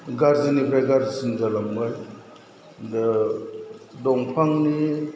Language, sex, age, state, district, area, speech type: Bodo, male, 45-60, Assam, Chirang, urban, spontaneous